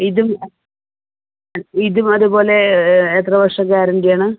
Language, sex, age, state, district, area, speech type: Malayalam, female, 60+, Kerala, Palakkad, rural, conversation